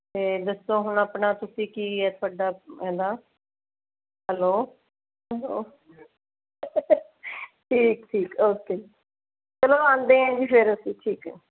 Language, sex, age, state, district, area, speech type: Punjabi, female, 45-60, Punjab, Mohali, urban, conversation